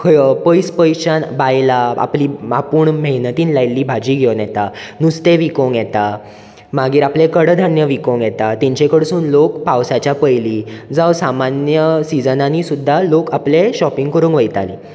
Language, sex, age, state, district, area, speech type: Goan Konkani, male, 18-30, Goa, Bardez, urban, spontaneous